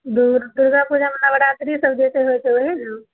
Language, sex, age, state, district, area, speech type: Maithili, female, 30-45, Bihar, Begusarai, rural, conversation